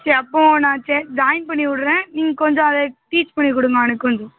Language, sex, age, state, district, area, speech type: Tamil, female, 18-30, Tamil Nadu, Thoothukudi, rural, conversation